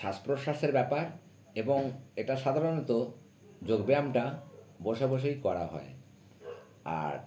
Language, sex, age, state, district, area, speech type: Bengali, male, 60+, West Bengal, North 24 Parganas, urban, spontaneous